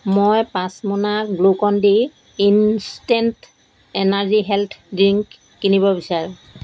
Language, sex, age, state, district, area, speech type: Assamese, female, 45-60, Assam, Golaghat, urban, read